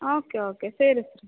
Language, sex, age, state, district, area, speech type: Kannada, female, 18-30, Karnataka, Davanagere, rural, conversation